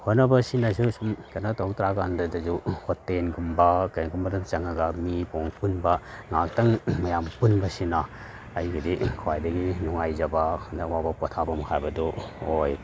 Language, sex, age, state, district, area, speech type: Manipuri, male, 45-60, Manipur, Kakching, rural, spontaneous